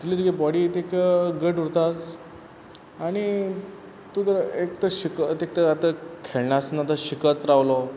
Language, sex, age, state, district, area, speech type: Goan Konkani, male, 30-45, Goa, Quepem, rural, spontaneous